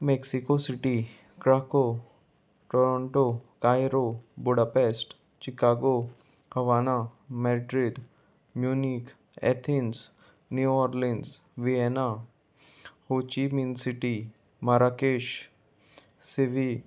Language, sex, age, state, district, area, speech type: Goan Konkani, male, 18-30, Goa, Salcete, urban, spontaneous